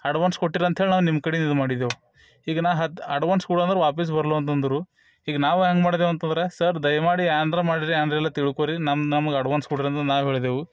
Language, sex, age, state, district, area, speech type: Kannada, male, 30-45, Karnataka, Bidar, urban, spontaneous